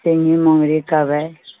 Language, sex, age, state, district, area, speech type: Maithili, female, 45-60, Bihar, Purnia, urban, conversation